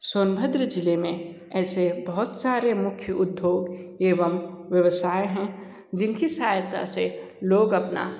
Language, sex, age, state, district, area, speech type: Hindi, male, 60+, Uttar Pradesh, Sonbhadra, rural, spontaneous